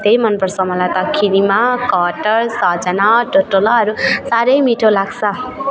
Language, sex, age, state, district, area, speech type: Nepali, female, 18-30, West Bengal, Alipurduar, urban, spontaneous